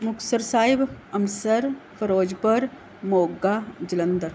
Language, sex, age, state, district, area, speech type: Punjabi, female, 30-45, Punjab, Mansa, urban, spontaneous